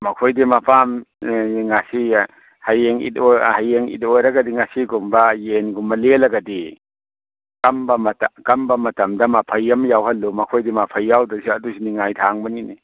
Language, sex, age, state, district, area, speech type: Manipuri, male, 30-45, Manipur, Kakching, rural, conversation